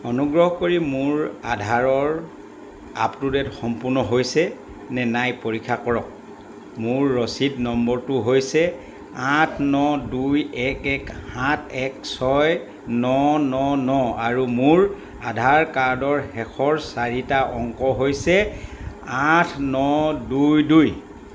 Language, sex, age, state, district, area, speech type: Assamese, male, 60+, Assam, Dibrugarh, rural, read